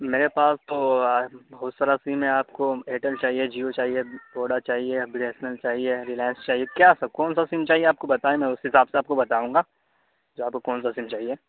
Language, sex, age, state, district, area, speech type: Urdu, male, 30-45, Bihar, Darbhanga, rural, conversation